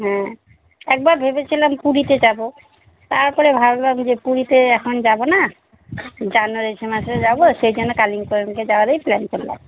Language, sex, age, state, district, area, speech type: Bengali, female, 45-60, West Bengal, Alipurduar, rural, conversation